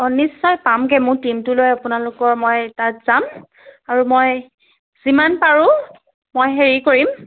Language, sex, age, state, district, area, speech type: Assamese, female, 18-30, Assam, Charaideo, urban, conversation